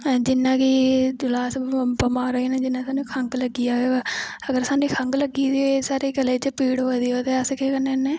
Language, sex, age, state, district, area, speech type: Dogri, female, 18-30, Jammu and Kashmir, Kathua, rural, spontaneous